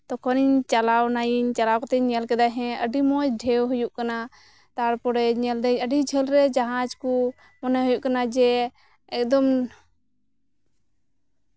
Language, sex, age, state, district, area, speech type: Santali, female, 30-45, West Bengal, Birbhum, rural, spontaneous